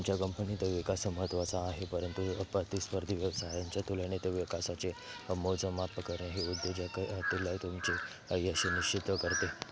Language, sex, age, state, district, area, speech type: Marathi, male, 18-30, Maharashtra, Thane, urban, read